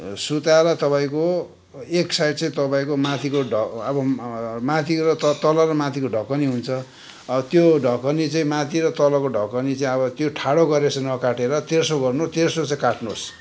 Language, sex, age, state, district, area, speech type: Nepali, male, 60+, West Bengal, Kalimpong, rural, spontaneous